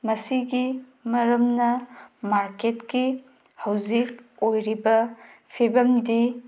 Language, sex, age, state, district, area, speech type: Manipuri, female, 30-45, Manipur, Tengnoupal, rural, spontaneous